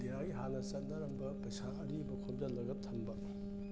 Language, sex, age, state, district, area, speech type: Manipuri, male, 60+, Manipur, Imphal East, urban, spontaneous